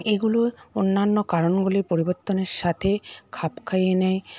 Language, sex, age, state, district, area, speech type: Bengali, female, 45-60, West Bengal, Paschim Medinipur, rural, spontaneous